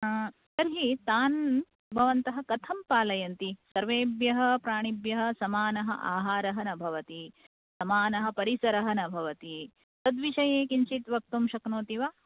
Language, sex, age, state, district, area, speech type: Sanskrit, female, 30-45, Karnataka, Udupi, urban, conversation